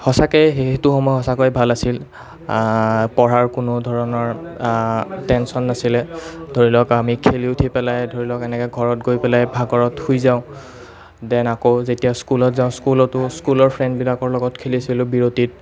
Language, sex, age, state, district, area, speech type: Assamese, male, 30-45, Assam, Nalbari, rural, spontaneous